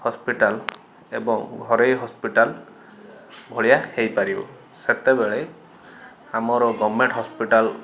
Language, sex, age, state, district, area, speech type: Odia, male, 45-60, Odisha, Balasore, rural, spontaneous